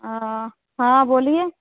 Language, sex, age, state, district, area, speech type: Hindi, female, 30-45, Bihar, Begusarai, rural, conversation